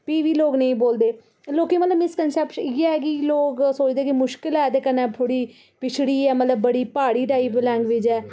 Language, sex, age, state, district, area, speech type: Dogri, female, 30-45, Jammu and Kashmir, Udhampur, urban, spontaneous